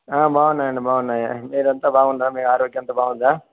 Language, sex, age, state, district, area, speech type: Telugu, male, 60+, Andhra Pradesh, Sri Balaji, urban, conversation